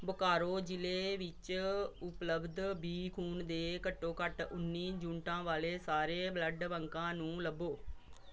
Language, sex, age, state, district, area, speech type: Punjabi, female, 45-60, Punjab, Pathankot, rural, read